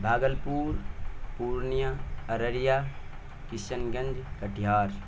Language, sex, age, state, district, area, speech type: Urdu, male, 18-30, Bihar, Purnia, rural, spontaneous